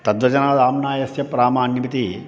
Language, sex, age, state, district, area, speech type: Sanskrit, male, 60+, Tamil Nadu, Tiruchirappalli, urban, spontaneous